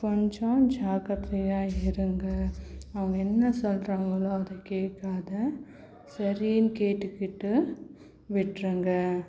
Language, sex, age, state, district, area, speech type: Tamil, female, 60+, Tamil Nadu, Cuddalore, urban, spontaneous